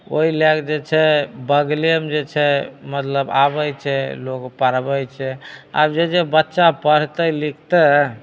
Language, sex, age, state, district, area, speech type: Maithili, male, 30-45, Bihar, Begusarai, urban, spontaneous